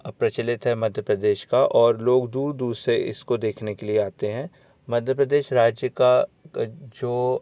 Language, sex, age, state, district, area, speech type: Hindi, male, 30-45, Madhya Pradesh, Jabalpur, urban, spontaneous